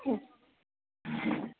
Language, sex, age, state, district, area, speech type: Odia, female, 60+, Odisha, Gajapati, rural, conversation